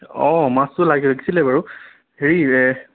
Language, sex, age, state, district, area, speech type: Assamese, male, 18-30, Assam, Sonitpur, rural, conversation